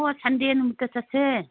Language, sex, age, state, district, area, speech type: Manipuri, female, 60+, Manipur, Imphal East, urban, conversation